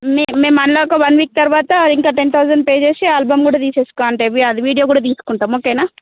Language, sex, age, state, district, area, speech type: Telugu, female, 18-30, Andhra Pradesh, N T Rama Rao, urban, conversation